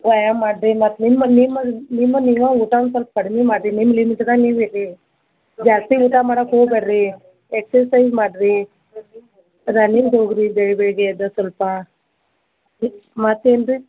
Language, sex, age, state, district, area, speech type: Kannada, female, 60+, Karnataka, Belgaum, rural, conversation